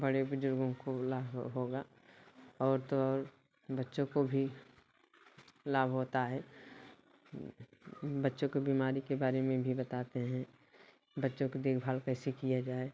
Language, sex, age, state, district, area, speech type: Hindi, female, 45-60, Uttar Pradesh, Bhadohi, urban, spontaneous